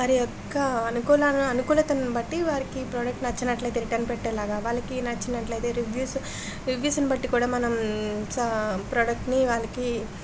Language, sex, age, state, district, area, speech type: Telugu, female, 30-45, Andhra Pradesh, Anakapalli, rural, spontaneous